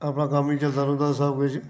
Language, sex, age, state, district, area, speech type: Dogri, male, 45-60, Jammu and Kashmir, Reasi, rural, spontaneous